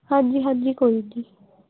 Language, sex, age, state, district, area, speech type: Punjabi, female, 18-30, Punjab, Muktsar, urban, conversation